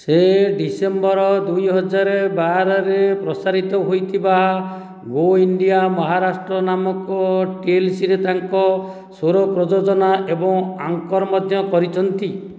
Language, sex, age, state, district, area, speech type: Odia, male, 45-60, Odisha, Dhenkanal, rural, read